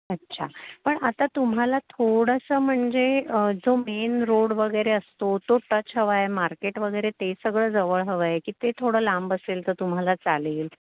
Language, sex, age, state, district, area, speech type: Marathi, female, 30-45, Maharashtra, Palghar, urban, conversation